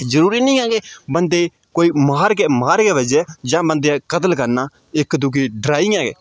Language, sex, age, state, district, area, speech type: Dogri, male, 18-30, Jammu and Kashmir, Udhampur, rural, spontaneous